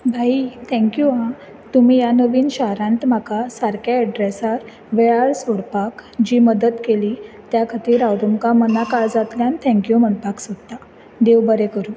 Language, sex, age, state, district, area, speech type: Goan Konkani, female, 18-30, Goa, Bardez, urban, spontaneous